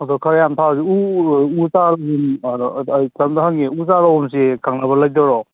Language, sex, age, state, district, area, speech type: Manipuri, male, 30-45, Manipur, Kakching, rural, conversation